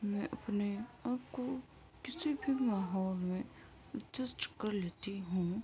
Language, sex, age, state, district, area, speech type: Urdu, female, 18-30, Uttar Pradesh, Gautam Buddha Nagar, urban, spontaneous